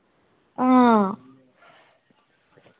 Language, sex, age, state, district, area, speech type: Dogri, female, 18-30, Jammu and Kashmir, Udhampur, rural, conversation